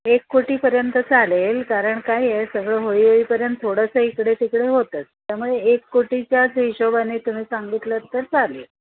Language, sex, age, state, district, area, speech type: Marathi, female, 60+, Maharashtra, Palghar, urban, conversation